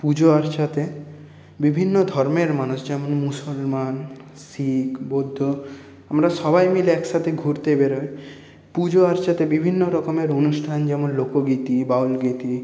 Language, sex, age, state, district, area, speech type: Bengali, male, 30-45, West Bengal, Paschim Bardhaman, urban, spontaneous